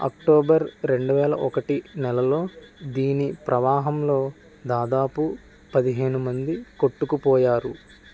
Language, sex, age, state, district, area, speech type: Telugu, male, 18-30, Andhra Pradesh, Kakinada, rural, read